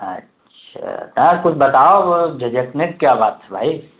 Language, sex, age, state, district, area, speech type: Urdu, male, 30-45, Delhi, New Delhi, urban, conversation